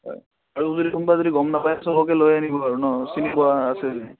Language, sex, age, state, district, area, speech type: Assamese, male, 18-30, Assam, Udalguri, rural, conversation